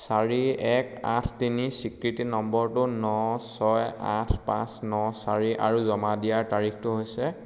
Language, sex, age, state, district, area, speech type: Assamese, male, 18-30, Assam, Sivasagar, rural, read